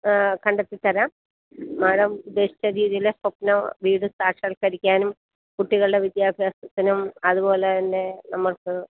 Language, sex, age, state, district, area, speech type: Malayalam, female, 45-60, Kerala, Kottayam, rural, conversation